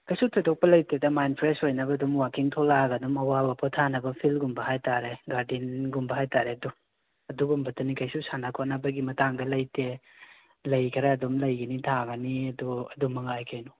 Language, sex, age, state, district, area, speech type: Manipuri, male, 18-30, Manipur, Imphal West, rural, conversation